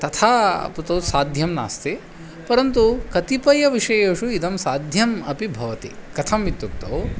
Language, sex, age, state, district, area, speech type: Sanskrit, male, 45-60, Tamil Nadu, Kanchipuram, urban, spontaneous